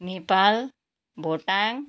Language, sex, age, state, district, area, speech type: Nepali, female, 60+, West Bengal, Kalimpong, rural, spontaneous